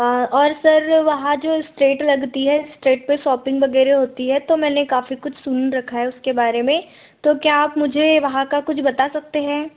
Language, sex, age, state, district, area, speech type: Hindi, female, 18-30, Madhya Pradesh, Betul, rural, conversation